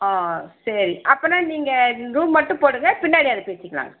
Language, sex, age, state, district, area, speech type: Tamil, female, 45-60, Tamil Nadu, Dharmapuri, rural, conversation